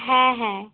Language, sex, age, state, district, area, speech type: Bengali, female, 18-30, West Bengal, Cooch Behar, urban, conversation